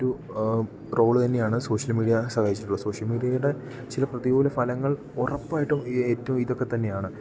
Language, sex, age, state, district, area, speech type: Malayalam, male, 18-30, Kerala, Idukki, rural, spontaneous